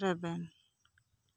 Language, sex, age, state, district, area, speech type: Santali, female, 45-60, West Bengal, Bankura, rural, read